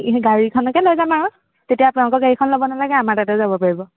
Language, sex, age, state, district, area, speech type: Assamese, female, 18-30, Assam, Sonitpur, rural, conversation